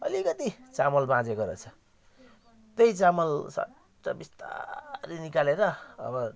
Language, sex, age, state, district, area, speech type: Nepali, male, 45-60, West Bengal, Jalpaiguri, rural, spontaneous